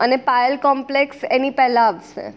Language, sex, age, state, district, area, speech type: Gujarati, female, 18-30, Gujarat, Surat, urban, spontaneous